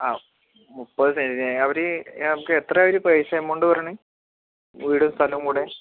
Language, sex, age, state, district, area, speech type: Malayalam, male, 30-45, Kerala, Palakkad, rural, conversation